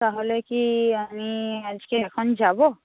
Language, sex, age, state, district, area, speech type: Bengali, female, 45-60, West Bengal, Purba Medinipur, rural, conversation